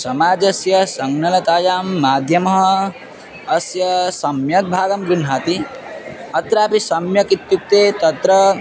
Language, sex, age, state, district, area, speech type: Sanskrit, male, 18-30, Assam, Dhemaji, rural, spontaneous